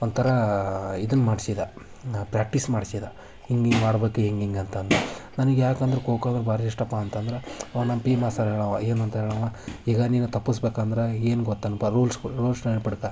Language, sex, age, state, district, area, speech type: Kannada, male, 18-30, Karnataka, Haveri, rural, spontaneous